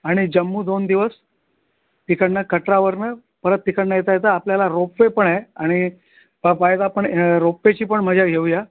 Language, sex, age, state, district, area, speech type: Marathi, male, 60+, Maharashtra, Thane, urban, conversation